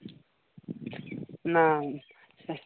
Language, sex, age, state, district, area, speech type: Odia, male, 18-30, Odisha, Nabarangpur, urban, conversation